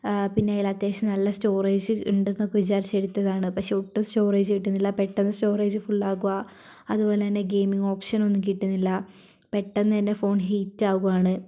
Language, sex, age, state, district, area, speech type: Malayalam, female, 18-30, Kerala, Wayanad, rural, spontaneous